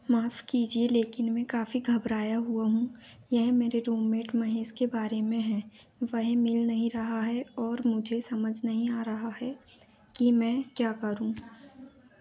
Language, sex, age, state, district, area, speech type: Hindi, female, 18-30, Madhya Pradesh, Chhindwara, urban, read